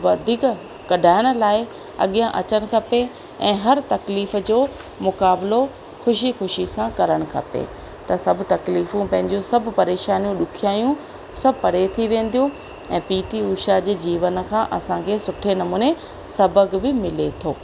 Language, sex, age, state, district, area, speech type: Sindhi, female, 45-60, Rajasthan, Ajmer, urban, spontaneous